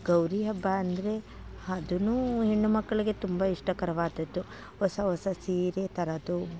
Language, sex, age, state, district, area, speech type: Kannada, female, 45-60, Karnataka, Mandya, rural, spontaneous